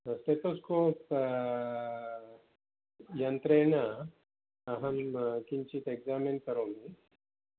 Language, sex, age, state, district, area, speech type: Sanskrit, male, 45-60, Kerala, Palakkad, urban, conversation